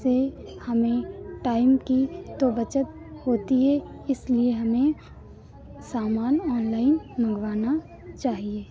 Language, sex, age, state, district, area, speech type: Hindi, female, 30-45, Uttar Pradesh, Lucknow, rural, spontaneous